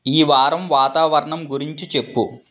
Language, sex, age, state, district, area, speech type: Telugu, male, 18-30, Andhra Pradesh, Vizianagaram, urban, read